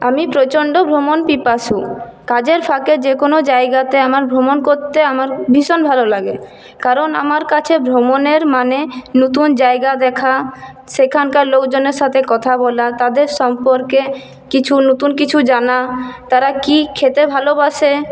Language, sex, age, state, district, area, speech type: Bengali, female, 18-30, West Bengal, Purulia, urban, spontaneous